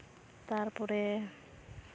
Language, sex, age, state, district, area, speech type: Santali, female, 18-30, West Bengal, Uttar Dinajpur, rural, spontaneous